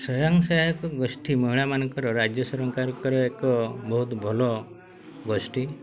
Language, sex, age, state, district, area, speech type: Odia, male, 45-60, Odisha, Mayurbhanj, rural, spontaneous